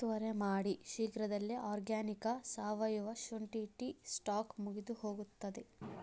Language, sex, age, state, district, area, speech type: Kannada, female, 30-45, Karnataka, Chikkaballapur, rural, read